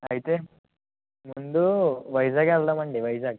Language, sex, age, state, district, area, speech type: Telugu, male, 18-30, Andhra Pradesh, West Godavari, rural, conversation